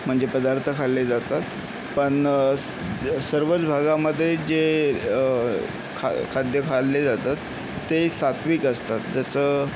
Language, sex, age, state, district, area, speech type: Marathi, male, 30-45, Maharashtra, Yavatmal, urban, spontaneous